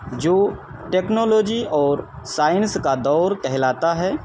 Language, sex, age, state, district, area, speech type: Urdu, male, 30-45, Bihar, Purnia, rural, spontaneous